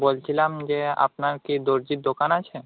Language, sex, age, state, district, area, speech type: Bengali, male, 18-30, West Bengal, Jhargram, rural, conversation